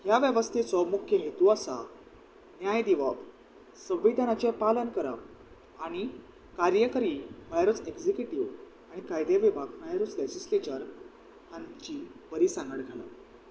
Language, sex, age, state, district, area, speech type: Goan Konkani, male, 18-30, Goa, Salcete, urban, spontaneous